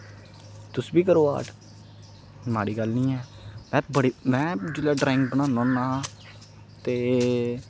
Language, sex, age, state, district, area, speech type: Dogri, male, 18-30, Jammu and Kashmir, Kathua, rural, spontaneous